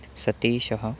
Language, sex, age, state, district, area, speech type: Sanskrit, male, 18-30, Maharashtra, Nashik, rural, spontaneous